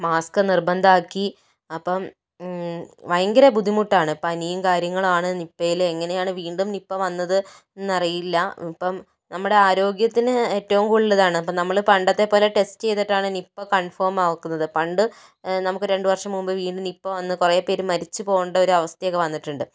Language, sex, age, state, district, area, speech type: Malayalam, female, 30-45, Kerala, Kozhikode, urban, spontaneous